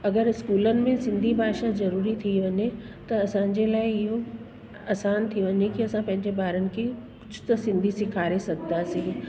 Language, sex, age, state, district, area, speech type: Sindhi, female, 45-60, Delhi, South Delhi, urban, spontaneous